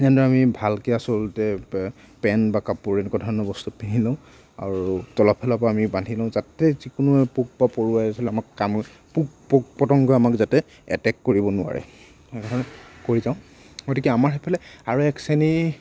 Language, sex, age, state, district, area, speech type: Assamese, male, 45-60, Assam, Morigaon, rural, spontaneous